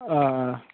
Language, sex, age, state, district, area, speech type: Kashmiri, male, 18-30, Jammu and Kashmir, Kupwara, urban, conversation